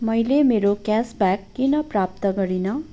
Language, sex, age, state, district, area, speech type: Nepali, female, 45-60, West Bengal, Darjeeling, rural, read